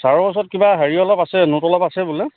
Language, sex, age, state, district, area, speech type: Assamese, male, 30-45, Assam, Dhemaji, rural, conversation